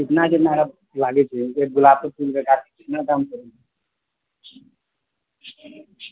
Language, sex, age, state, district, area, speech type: Maithili, male, 45-60, Bihar, Purnia, rural, conversation